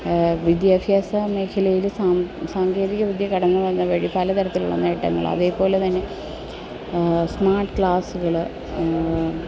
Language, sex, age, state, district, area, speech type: Malayalam, female, 30-45, Kerala, Alappuzha, urban, spontaneous